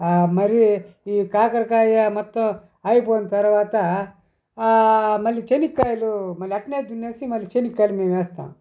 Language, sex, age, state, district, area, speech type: Telugu, male, 60+, Andhra Pradesh, Sri Balaji, rural, spontaneous